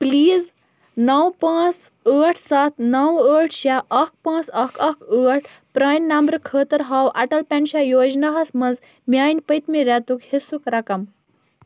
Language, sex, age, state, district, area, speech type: Kashmiri, female, 30-45, Jammu and Kashmir, Baramulla, rural, read